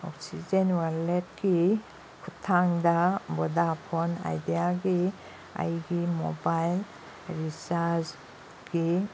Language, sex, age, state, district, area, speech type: Manipuri, female, 60+, Manipur, Kangpokpi, urban, read